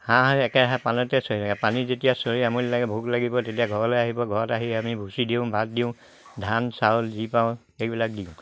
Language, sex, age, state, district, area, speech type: Assamese, male, 60+, Assam, Lakhimpur, urban, spontaneous